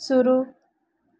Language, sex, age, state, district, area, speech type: Hindi, female, 30-45, Madhya Pradesh, Chhindwara, urban, read